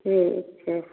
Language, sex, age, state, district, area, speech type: Maithili, female, 45-60, Bihar, Darbhanga, urban, conversation